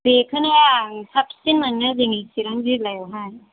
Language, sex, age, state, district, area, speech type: Bodo, female, 30-45, Assam, Chirang, urban, conversation